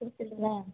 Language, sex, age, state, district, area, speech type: Tamil, female, 30-45, Tamil Nadu, Tiruvarur, rural, conversation